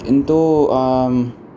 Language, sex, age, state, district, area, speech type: Sanskrit, male, 18-30, Punjab, Amritsar, urban, spontaneous